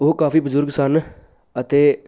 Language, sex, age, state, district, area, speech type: Punjabi, male, 18-30, Punjab, Jalandhar, urban, spontaneous